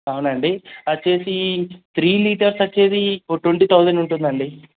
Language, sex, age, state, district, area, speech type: Telugu, male, 18-30, Telangana, Medak, rural, conversation